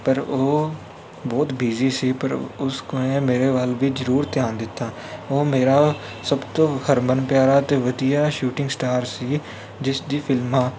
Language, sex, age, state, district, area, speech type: Punjabi, male, 18-30, Punjab, Kapurthala, urban, spontaneous